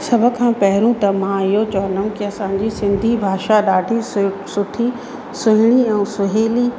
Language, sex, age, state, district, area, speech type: Sindhi, female, 30-45, Madhya Pradesh, Katni, urban, spontaneous